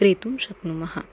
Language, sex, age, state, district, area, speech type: Sanskrit, female, 30-45, Maharashtra, Nagpur, urban, spontaneous